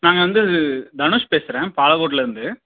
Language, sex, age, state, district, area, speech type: Tamil, male, 18-30, Tamil Nadu, Dharmapuri, rural, conversation